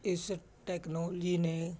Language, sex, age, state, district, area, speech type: Punjabi, male, 18-30, Punjab, Muktsar, urban, spontaneous